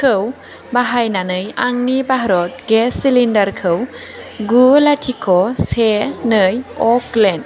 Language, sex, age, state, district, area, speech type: Bodo, female, 18-30, Assam, Kokrajhar, rural, read